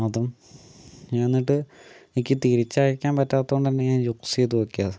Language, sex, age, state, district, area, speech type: Malayalam, male, 45-60, Kerala, Palakkad, urban, spontaneous